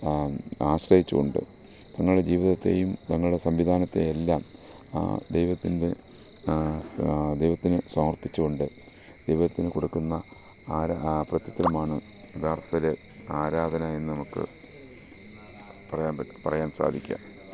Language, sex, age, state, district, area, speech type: Malayalam, male, 45-60, Kerala, Kollam, rural, spontaneous